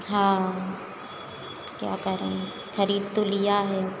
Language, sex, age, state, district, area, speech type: Hindi, female, 45-60, Madhya Pradesh, Hoshangabad, rural, spontaneous